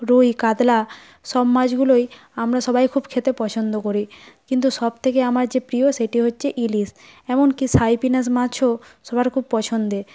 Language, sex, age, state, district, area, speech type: Bengali, female, 18-30, West Bengal, Nadia, rural, spontaneous